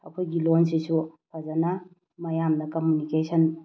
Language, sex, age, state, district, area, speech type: Manipuri, female, 30-45, Manipur, Bishnupur, rural, spontaneous